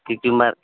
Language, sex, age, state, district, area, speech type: Hindi, male, 18-30, Bihar, Vaishali, rural, conversation